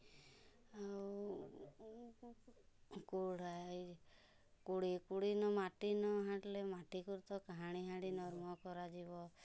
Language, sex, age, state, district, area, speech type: Odia, female, 45-60, Odisha, Mayurbhanj, rural, spontaneous